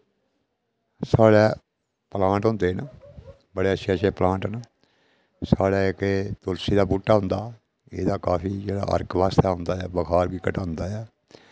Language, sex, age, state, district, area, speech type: Dogri, male, 60+, Jammu and Kashmir, Udhampur, rural, spontaneous